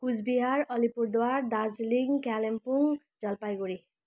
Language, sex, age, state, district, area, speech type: Nepali, female, 30-45, West Bengal, Darjeeling, rural, spontaneous